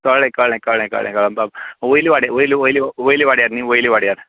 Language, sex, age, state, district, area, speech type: Goan Konkani, male, 45-60, Goa, Canacona, rural, conversation